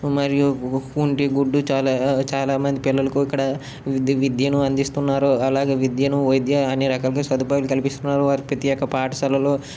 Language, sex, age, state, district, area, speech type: Telugu, male, 30-45, Andhra Pradesh, Srikakulam, urban, spontaneous